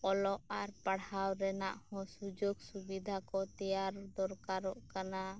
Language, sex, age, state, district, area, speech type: Santali, female, 18-30, West Bengal, Birbhum, rural, spontaneous